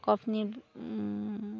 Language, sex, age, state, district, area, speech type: Assamese, female, 30-45, Assam, Charaideo, rural, spontaneous